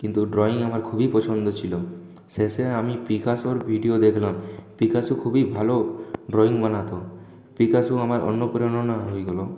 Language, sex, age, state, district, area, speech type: Bengali, male, 18-30, West Bengal, Purulia, urban, spontaneous